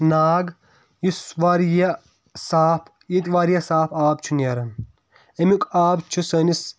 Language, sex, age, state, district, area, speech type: Kashmiri, male, 18-30, Jammu and Kashmir, Kulgam, urban, spontaneous